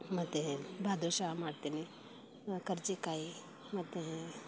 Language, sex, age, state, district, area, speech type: Kannada, female, 45-60, Karnataka, Mandya, rural, spontaneous